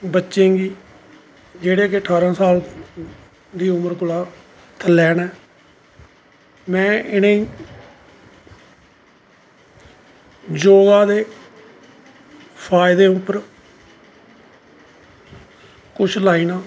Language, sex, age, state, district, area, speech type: Dogri, male, 45-60, Jammu and Kashmir, Samba, rural, spontaneous